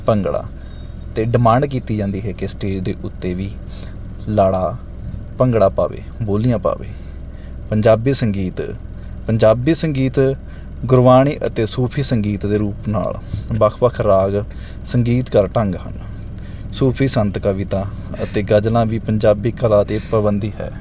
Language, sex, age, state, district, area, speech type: Punjabi, male, 30-45, Punjab, Mansa, urban, spontaneous